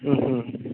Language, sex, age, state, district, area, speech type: Odia, male, 30-45, Odisha, Sambalpur, rural, conversation